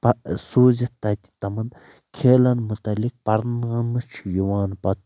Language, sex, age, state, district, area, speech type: Kashmiri, male, 18-30, Jammu and Kashmir, Baramulla, rural, spontaneous